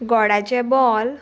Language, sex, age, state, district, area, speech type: Goan Konkani, female, 18-30, Goa, Murmgao, urban, spontaneous